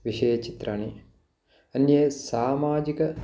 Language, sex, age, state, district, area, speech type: Sanskrit, male, 60+, Telangana, Karimnagar, urban, spontaneous